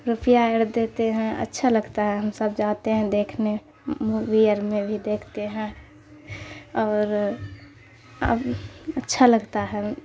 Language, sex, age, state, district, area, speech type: Urdu, female, 18-30, Bihar, Khagaria, rural, spontaneous